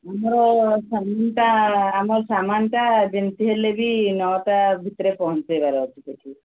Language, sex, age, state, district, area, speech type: Odia, female, 45-60, Odisha, Sundergarh, rural, conversation